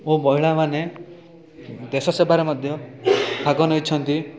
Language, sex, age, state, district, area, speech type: Odia, male, 18-30, Odisha, Rayagada, urban, spontaneous